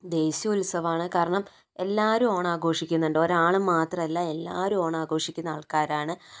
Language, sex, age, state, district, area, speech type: Malayalam, female, 30-45, Kerala, Kozhikode, urban, spontaneous